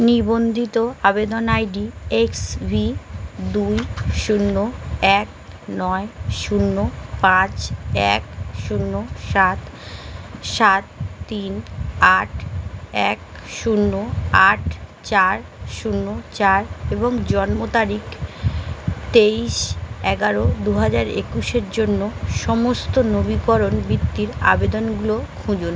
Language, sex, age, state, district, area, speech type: Bengali, female, 30-45, West Bengal, Uttar Dinajpur, urban, read